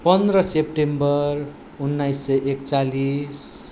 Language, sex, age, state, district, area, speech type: Nepali, male, 18-30, West Bengal, Darjeeling, rural, spontaneous